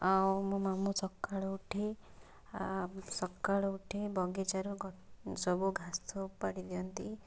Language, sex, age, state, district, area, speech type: Odia, female, 18-30, Odisha, Cuttack, urban, spontaneous